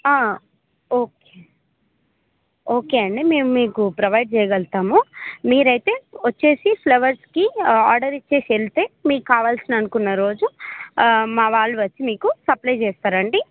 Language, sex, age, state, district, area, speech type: Telugu, female, 18-30, Telangana, Khammam, urban, conversation